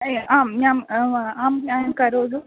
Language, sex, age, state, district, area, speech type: Sanskrit, female, 18-30, Kerala, Thrissur, urban, conversation